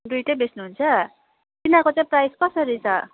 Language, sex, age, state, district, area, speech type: Nepali, female, 30-45, West Bengal, Jalpaiguri, rural, conversation